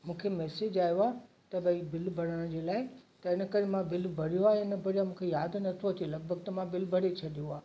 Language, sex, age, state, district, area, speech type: Sindhi, female, 60+, Gujarat, Kutch, urban, spontaneous